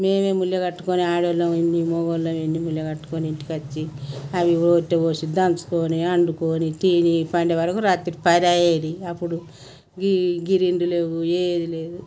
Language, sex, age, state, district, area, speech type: Telugu, female, 60+, Telangana, Peddapalli, rural, spontaneous